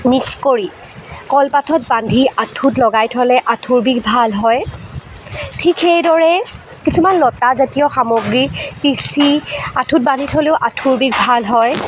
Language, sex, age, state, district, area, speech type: Assamese, female, 18-30, Assam, Jorhat, rural, spontaneous